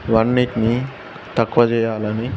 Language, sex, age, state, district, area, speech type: Telugu, male, 18-30, Telangana, Jangaon, urban, spontaneous